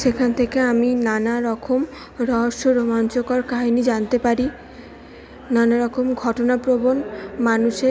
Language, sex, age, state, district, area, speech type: Bengali, female, 18-30, West Bengal, Purba Bardhaman, urban, spontaneous